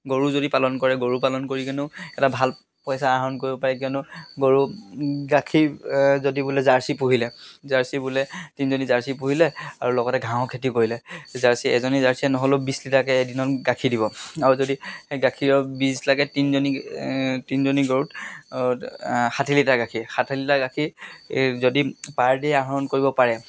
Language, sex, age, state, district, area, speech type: Assamese, male, 30-45, Assam, Charaideo, rural, spontaneous